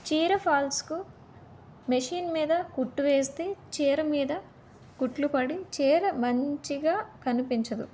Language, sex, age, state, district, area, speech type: Telugu, female, 18-30, Andhra Pradesh, Vizianagaram, rural, spontaneous